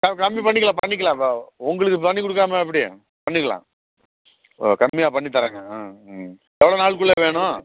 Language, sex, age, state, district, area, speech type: Tamil, male, 45-60, Tamil Nadu, Thanjavur, urban, conversation